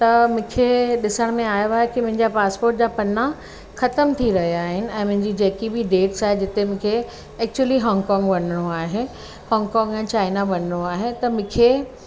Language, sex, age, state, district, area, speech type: Sindhi, female, 45-60, Uttar Pradesh, Lucknow, urban, spontaneous